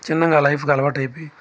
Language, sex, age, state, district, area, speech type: Telugu, male, 45-60, Andhra Pradesh, Nellore, urban, spontaneous